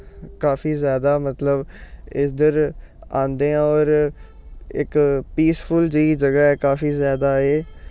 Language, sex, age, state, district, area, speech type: Dogri, male, 18-30, Jammu and Kashmir, Samba, urban, spontaneous